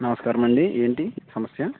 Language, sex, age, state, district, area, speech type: Telugu, male, 18-30, Andhra Pradesh, West Godavari, rural, conversation